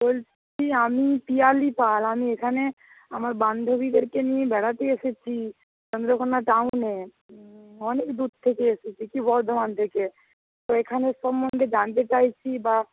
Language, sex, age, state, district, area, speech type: Bengali, female, 60+, West Bengal, Paschim Medinipur, rural, conversation